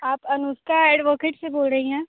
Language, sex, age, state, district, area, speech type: Hindi, female, 18-30, Uttar Pradesh, Sonbhadra, rural, conversation